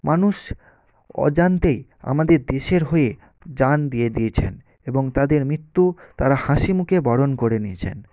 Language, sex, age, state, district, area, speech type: Bengali, male, 18-30, West Bengal, North 24 Parganas, rural, spontaneous